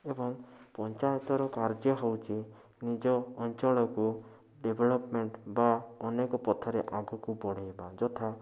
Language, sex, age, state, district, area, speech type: Odia, male, 30-45, Odisha, Bhadrak, rural, spontaneous